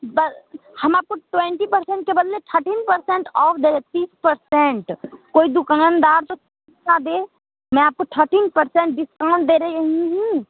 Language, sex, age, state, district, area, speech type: Hindi, female, 18-30, Bihar, Muzaffarpur, rural, conversation